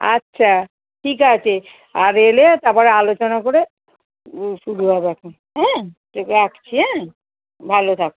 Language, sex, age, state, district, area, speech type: Bengali, female, 45-60, West Bengal, North 24 Parganas, urban, conversation